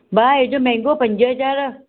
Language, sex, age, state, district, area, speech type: Sindhi, female, 45-60, Maharashtra, Mumbai Suburban, urban, conversation